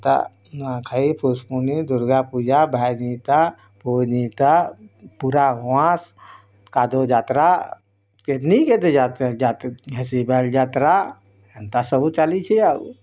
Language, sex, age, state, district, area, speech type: Odia, female, 30-45, Odisha, Bargarh, urban, spontaneous